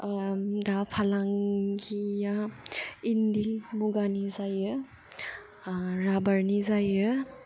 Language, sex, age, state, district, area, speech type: Bodo, female, 18-30, Assam, Kokrajhar, rural, spontaneous